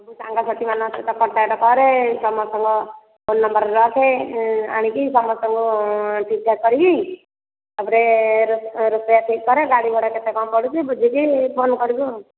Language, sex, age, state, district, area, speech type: Odia, female, 30-45, Odisha, Nayagarh, rural, conversation